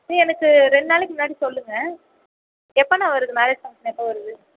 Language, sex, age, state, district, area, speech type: Tamil, female, 18-30, Tamil Nadu, Nagapattinam, rural, conversation